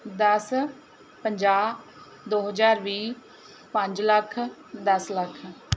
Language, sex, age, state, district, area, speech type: Punjabi, female, 18-30, Punjab, Mohali, urban, spontaneous